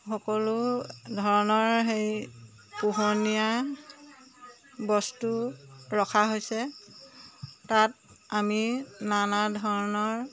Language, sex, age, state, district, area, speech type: Assamese, female, 30-45, Assam, Jorhat, urban, spontaneous